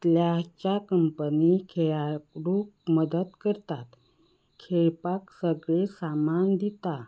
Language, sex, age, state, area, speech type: Goan Konkani, female, 45-60, Goa, rural, spontaneous